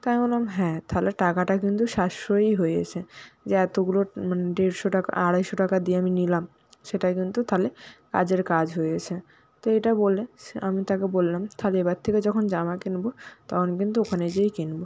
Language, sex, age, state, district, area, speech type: Bengali, female, 18-30, West Bengal, Purba Medinipur, rural, spontaneous